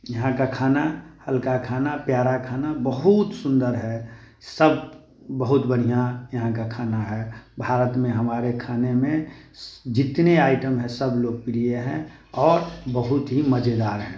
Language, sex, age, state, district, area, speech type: Hindi, male, 30-45, Bihar, Muzaffarpur, rural, spontaneous